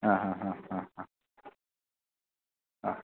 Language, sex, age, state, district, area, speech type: Malayalam, male, 30-45, Kerala, Kasaragod, urban, conversation